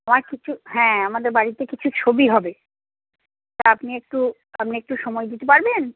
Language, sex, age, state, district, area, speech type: Bengali, female, 60+, West Bengal, Birbhum, urban, conversation